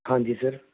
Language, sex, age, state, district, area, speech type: Punjabi, male, 45-60, Punjab, Patiala, urban, conversation